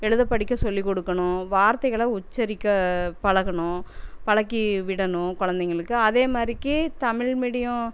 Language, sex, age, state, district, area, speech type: Tamil, female, 45-60, Tamil Nadu, Erode, rural, spontaneous